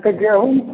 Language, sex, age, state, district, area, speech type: Maithili, male, 45-60, Bihar, Sitamarhi, rural, conversation